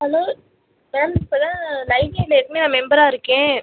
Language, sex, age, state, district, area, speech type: Tamil, female, 18-30, Tamil Nadu, Tiruchirappalli, rural, conversation